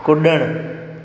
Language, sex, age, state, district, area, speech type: Sindhi, male, 30-45, Gujarat, Junagadh, rural, read